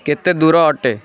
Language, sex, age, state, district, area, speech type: Odia, male, 18-30, Odisha, Kendrapara, urban, read